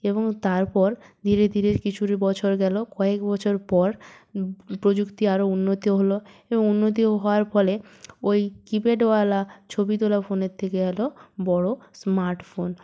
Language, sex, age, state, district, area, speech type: Bengali, female, 18-30, West Bengal, Purba Medinipur, rural, spontaneous